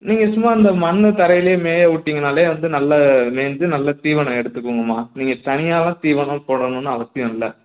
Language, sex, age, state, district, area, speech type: Tamil, male, 18-30, Tamil Nadu, Tiruchirappalli, rural, conversation